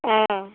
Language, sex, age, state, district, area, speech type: Assamese, female, 60+, Assam, Darrang, rural, conversation